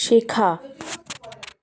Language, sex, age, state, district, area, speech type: Bengali, female, 30-45, West Bengal, Malda, rural, read